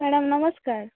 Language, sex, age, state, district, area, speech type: Odia, female, 18-30, Odisha, Kalahandi, rural, conversation